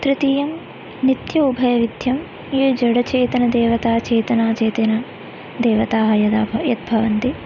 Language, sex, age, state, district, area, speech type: Sanskrit, female, 18-30, Telangana, Hyderabad, urban, spontaneous